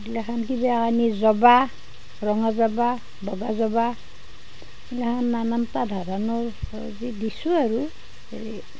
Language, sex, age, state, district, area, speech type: Assamese, female, 60+, Assam, Nalbari, rural, spontaneous